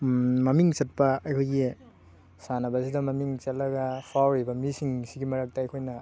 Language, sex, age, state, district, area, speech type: Manipuri, male, 18-30, Manipur, Thoubal, rural, spontaneous